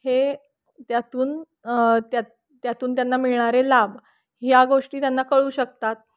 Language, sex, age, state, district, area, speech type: Marathi, female, 30-45, Maharashtra, Kolhapur, urban, spontaneous